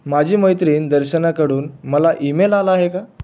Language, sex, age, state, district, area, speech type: Marathi, male, 18-30, Maharashtra, Raigad, rural, read